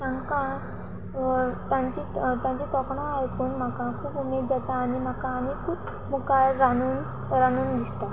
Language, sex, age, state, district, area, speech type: Goan Konkani, female, 18-30, Goa, Quepem, rural, spontaneous